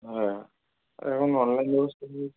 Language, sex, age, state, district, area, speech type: Bengali, male, 18-30, West Bengal, South 24 Parganas, rural, conversation